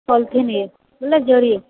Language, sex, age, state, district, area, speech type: Odia, female, 45-60, Odisha, Boudh, rural, conversation